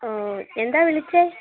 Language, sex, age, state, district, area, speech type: Malayalam, female, 18-30, Kerala, Idukki, rural, conversation